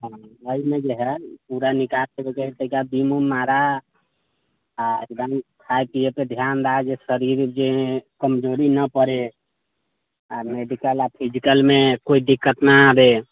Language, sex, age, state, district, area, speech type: Maithili, male, 30-45, Bihar, Sitamarhi, urban, conversation